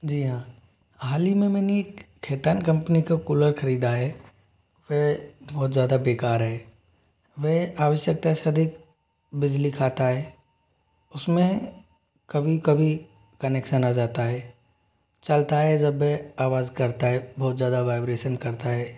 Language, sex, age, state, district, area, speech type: Hindi, male, 30-45, Rajasthan, Jaipur, urban, spontaneous